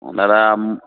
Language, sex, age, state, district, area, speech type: Assamese, male, 45-60, Assam, Darrang, urban, conversation